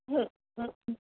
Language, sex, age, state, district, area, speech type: Gujarati, female, 18-30, Gujarat, Surat, urban, conversation